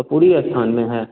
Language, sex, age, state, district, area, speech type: Hindi, male, 18-30, Bihar, Begusarai, rural, conversation